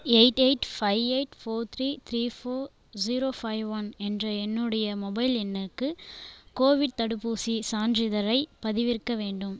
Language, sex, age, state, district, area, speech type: Tamil, female, 30-45, Tamil Nadu, Viluppuram, rural, read